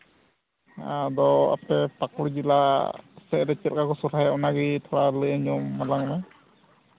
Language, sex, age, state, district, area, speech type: Santali, male, 18-30, Jharkhand, Pakur, rural, conversation